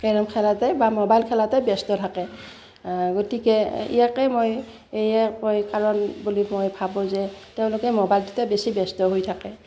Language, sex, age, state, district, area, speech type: Assamese, female, 60+, Assam, Udalguri, rural, spontaneous